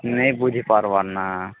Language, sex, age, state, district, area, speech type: Odia, male, 18-30, Odisha, Nuapada, urban, conversation